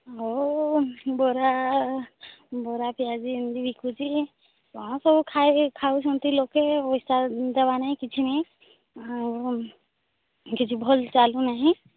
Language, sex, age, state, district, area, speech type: Odia, female, 30-45, Odisha, Sambalpur, rural, conversation